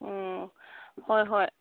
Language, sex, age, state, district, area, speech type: Manipuri, female, 18-30, Manipur, Kangpokpi, urban, conversation